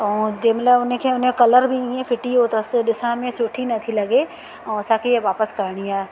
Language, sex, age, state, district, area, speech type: Sindhi, female, 45-60, Madhya Pradesh, Katni, urban, spontaneous